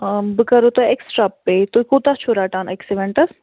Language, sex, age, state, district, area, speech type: Kashmiri, female, 45-60, Jammu and Kashmir, Ganderbal, urban, conversation